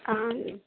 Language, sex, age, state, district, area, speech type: Kannada, female, 18-30, Karnataka, Chikkaballapur, rural, conversation